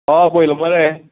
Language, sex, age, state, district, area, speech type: Goan Konkani, male, 18-30, Goa, Quepem, rural, conversation